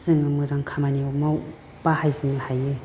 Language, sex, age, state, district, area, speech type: Bodo, female, 60+, Assam, Chirang, rural, spontaneous